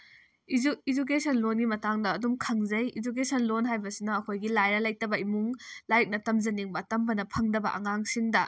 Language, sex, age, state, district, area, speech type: Manipuri, female, 18-30, Manipur, Kakching, rural, spontaneous